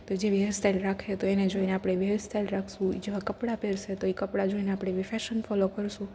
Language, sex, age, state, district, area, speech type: Gujarati, female, 18-30, Gujarat, Rajkot, urban, spontaneous